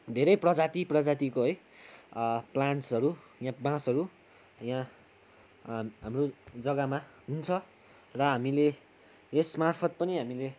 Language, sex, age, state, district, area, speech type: Nepali, male, 18-30, West Bengal, Kalimpong, rural, spontaneous